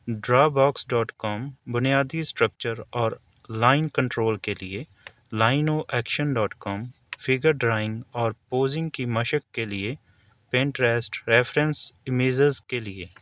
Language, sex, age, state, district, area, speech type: Urdu, male, 30-45, Delhi, New Delhi, urban, spontaneous